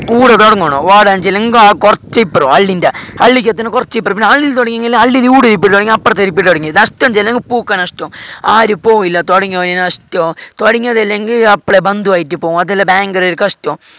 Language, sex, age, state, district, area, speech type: Malayalam, male, 18-30, Kerala, Kasaragod, urban, spontaneous